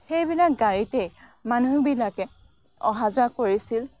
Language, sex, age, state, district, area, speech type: Assamese, female, 18-30, Assam, Morigaon, rural, spontaneous